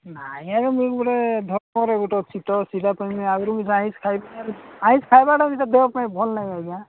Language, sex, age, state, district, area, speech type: Odia, male, 45-60, Odisha, Nabarangpur, rural, conversation